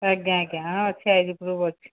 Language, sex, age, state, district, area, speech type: Odia, female, 45-60, Odisha, Rayagada, rural, conversation